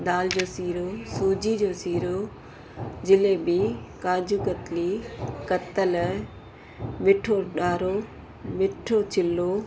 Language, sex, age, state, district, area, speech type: Sindhi, female, 60+, Uttar Pradesh, Lucknow, rural, spontaneous